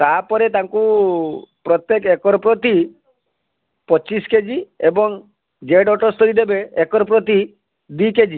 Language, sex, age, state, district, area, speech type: Odia, male, 60+, Odisha, Balasore, rural, conversation